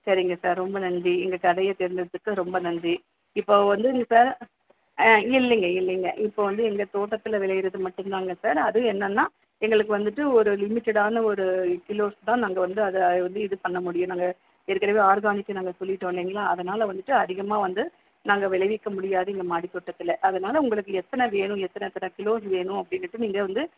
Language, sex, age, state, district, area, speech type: Tamil, female, 45-60, Tamil Nadu, Salem, rural, conversation